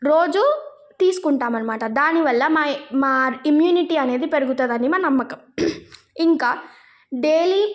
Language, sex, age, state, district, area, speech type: Telugu, female, 18-30, Telangana, Nizamabad, rural, spontaneous